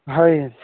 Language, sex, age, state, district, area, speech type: Odia, male, 45-60, Odisha, Nabarangpur, rural, conversation